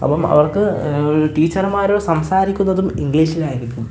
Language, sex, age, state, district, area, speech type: Malayalam, male, 18-30, Kerala, Kollam, rural, spontaneous